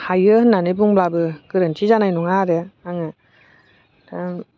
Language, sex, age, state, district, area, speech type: Bodo, female, 30-45, Assam, Baksa, rural, spontaneous